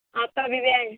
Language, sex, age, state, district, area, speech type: Urdu, female, 18-30, Delhi, Central Delhi, urban, conversation